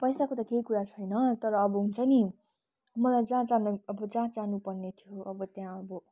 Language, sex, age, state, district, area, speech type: Nepali, female, 18-30, West Bengal, Kalimpong, rural, spontaneous